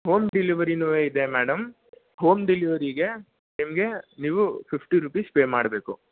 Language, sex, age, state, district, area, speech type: Kannada, male, 18-30, Karnataka, Mysore, urban, conversation